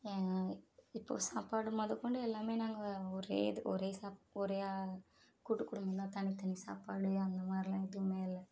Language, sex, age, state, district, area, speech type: Tamil, female, 30-45, Tamil Nadu, Mayiladuthurai, urban, spontaneous